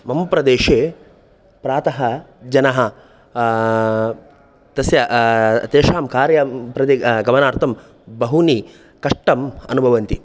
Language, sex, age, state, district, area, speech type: Sanskrit, male, 18-30, Karnataka, Dakshina Kannada, rural, spontaneous